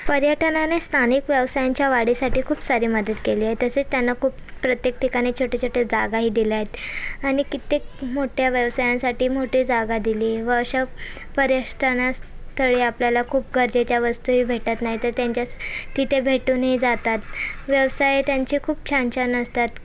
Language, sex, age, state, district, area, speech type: Marathi, female, 18-30, Maharashtra, Thane, urban, spontaneous